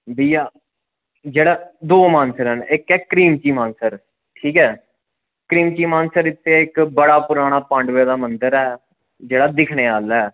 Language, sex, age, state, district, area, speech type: Dogri, male, 18-30, Jammu and Kashmir, Udhampur, urban, conversation